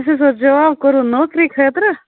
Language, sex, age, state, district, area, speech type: Kashmiri, female, 30-45, Jammu and Kashmir, Budgam, rural, conversation